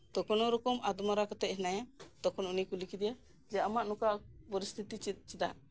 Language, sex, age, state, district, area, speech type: Santali, female, 45-60, West Bengal, Birbhum, rural, spontaneous